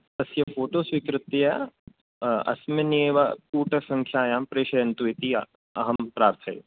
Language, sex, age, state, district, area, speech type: Sanskrit, male, 18-30, Rajasthan, Jaipur, urban, conversation